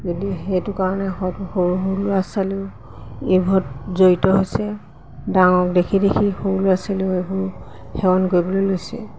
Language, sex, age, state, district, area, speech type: Assamese, female, 45-60, Assam, Golaghat, urban, spontaneous